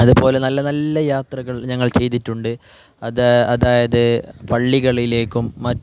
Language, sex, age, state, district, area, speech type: Malayalam, male, 18-30, Kerala, Kasaragod, urban, spontaneous